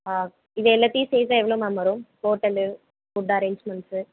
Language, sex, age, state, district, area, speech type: Tamil, female, 18-30, Tamil Nadu, Mayiladuthurai, urban, conversation